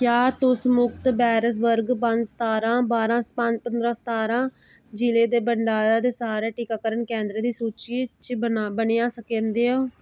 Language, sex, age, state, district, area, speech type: Dogri, female, 18-30, Jammu and Kashmir, Udhampur, rural, read